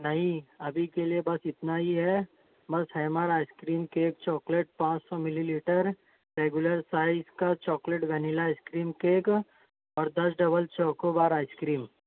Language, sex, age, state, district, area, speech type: Urdu, male, 18-30, Maharashtra, Nashik, urban, conversation